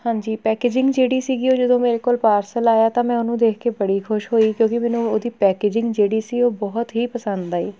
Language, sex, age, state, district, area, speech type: Punjabi, female, 18-30, Punjab, Tarn Taran, rural, spontaneous